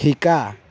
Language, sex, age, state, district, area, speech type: Assamese, male, 30-45, Assam, Dhemaji, rural, read